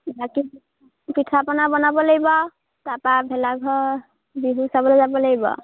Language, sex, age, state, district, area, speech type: Assamese, female, 18-30, Assam, Sivasagar, rural, conversation